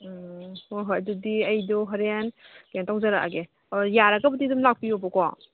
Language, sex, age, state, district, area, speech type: Manipuri, female, 30-45, Manipur, Imphal East, rural, conversation